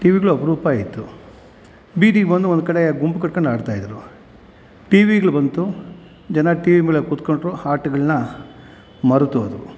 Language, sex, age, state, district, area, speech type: Kannada, male, 45-60, Karnataka, Kolar, rural, spontaneous